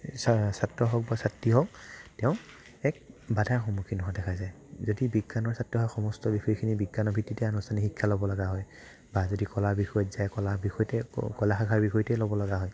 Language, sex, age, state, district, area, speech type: Assamese, male, 30-45, Assam, Morigaon, rural, spontaneous